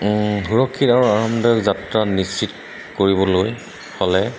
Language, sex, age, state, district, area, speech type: Assamese, male, 60+, Assam, Tinsukia, rural, spontaneous